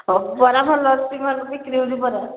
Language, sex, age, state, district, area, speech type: Odia, female, 45-60, Odisha, Angul, rural, conversation